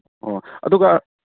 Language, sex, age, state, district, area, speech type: Manipuri, male, 30-45, Manipur, Kangpokpi, urban, conversation